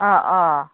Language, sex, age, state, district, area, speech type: Bodo, female, 30-45, Assam, Baksa, rural, conversation